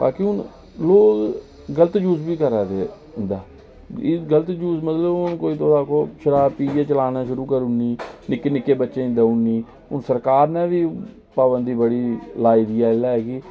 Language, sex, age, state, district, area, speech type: Dogri, male, 30-45, Jammu and Kashmir, Reasi, rural, spontaneous